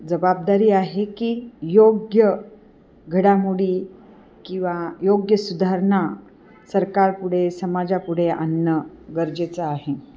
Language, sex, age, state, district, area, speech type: Marathi, female, 45-60, Maharashtra, Nashik, urban, spontaneous